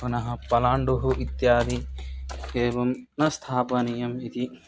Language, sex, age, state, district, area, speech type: Sanskrit, male, 18-30, Odisha, Kandhamal, urban, spontaneous